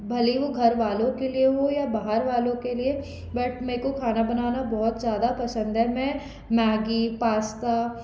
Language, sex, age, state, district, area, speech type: Hindi, female, 18-30, Madhya Pradesh, Jabalpur, urban, spontaneous